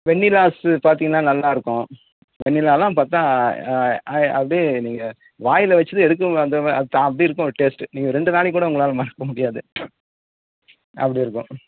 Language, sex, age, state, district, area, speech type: Tamil, male, 60+, Tamil Nadu, Tenkasi, urban, conversation